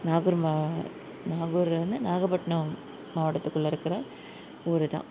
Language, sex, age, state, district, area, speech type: Tamil, female, 18-30, Tamil Nadu, Nagapattinam, rural, spontaneous